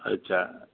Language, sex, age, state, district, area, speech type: Sindhi, male, 60+, Rajasthan, Ajmer, urban, conversation